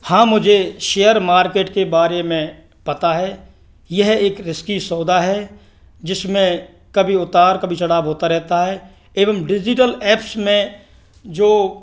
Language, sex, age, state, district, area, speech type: Hindi, male, 60+, Rajasthan, Karauli, rural, spontaneous